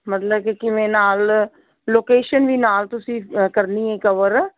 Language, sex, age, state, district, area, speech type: Punjabi, female, 60+, Punjab, Fazilka, rural, conversation